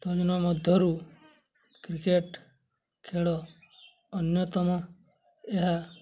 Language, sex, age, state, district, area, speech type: Odia, male, 18-30, Odisha, Mayurbhanj, rural, spontaneous